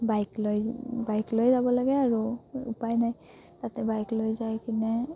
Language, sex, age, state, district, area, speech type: Assamese, female, 18-30, Assam, Udalguri, rural, spontaneous